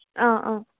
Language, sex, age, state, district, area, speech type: Assamese, female, 18-30, Assam, Jorhat, urban, conversation